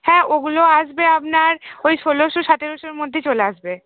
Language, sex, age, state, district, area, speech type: Bengali, female, 18-30, West Bengal, Cooch Behar, urban, conversation